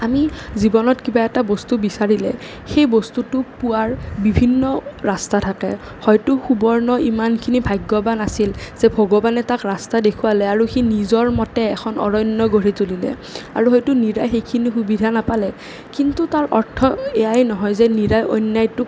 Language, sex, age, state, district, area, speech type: Assamese, male, 18-30, Assam, Nalbari, urban, spontaneous